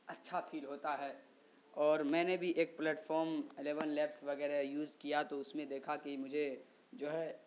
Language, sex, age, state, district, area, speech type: Urdu, male, 18-30, Bihar, Saharsa, rural, spontaneous